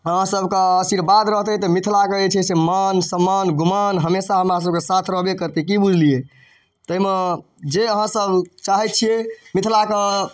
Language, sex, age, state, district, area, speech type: Maithili, male, 18-30, Bihar, Darbhanga, rural, spontaneous